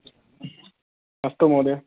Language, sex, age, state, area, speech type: Sanskrit, male, 18-30, Rajasthan, urban, conversation